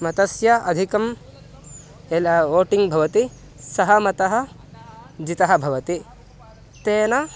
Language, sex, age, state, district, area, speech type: Sanskrit, male, 18-30, Karnataka, Mysore, rural, spontaneous